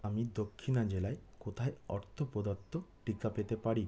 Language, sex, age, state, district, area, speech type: Bengali, male, 30-45, West Bengal, South 24 Parganas, rural, read